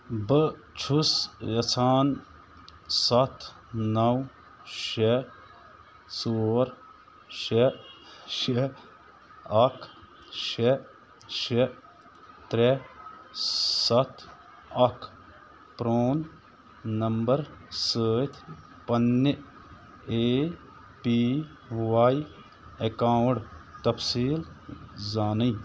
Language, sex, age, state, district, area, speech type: Kashmiri, male, 30-45, Jammu and Kashmir, Bandipora, rural, read